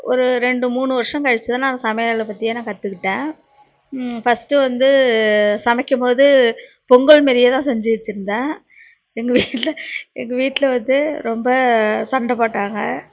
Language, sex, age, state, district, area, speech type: Tamil, female, 45-60, Tamil Nadu, Nagapattinam, rural, spontaneous